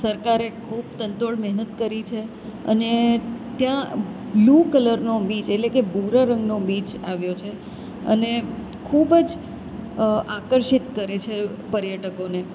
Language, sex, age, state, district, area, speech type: Gujarati, female, 30-45, Gujarat, Valsad, rural, spontaneous